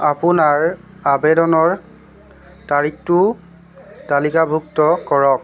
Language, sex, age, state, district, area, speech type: Assamese, male, 18-30, Assam, Tinsukia, rural, read